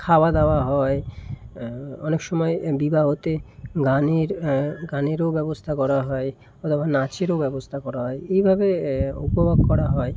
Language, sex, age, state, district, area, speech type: Bengali, male, 18-30, West Bengal, Kolkata, urban, spontaneous